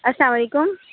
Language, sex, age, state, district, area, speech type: Urdu, female, 30-45, Uttar Pradesh, Aligarh, urban, conversation